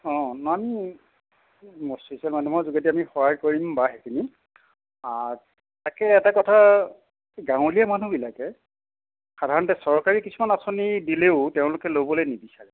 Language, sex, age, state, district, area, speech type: Assamese, male, 60+, Assam, Majuli, urban, conversation